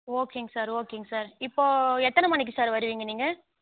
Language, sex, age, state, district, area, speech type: Tamil, female, 18-30, Tamil Nadu, Mayiladuthurai, rural, conversation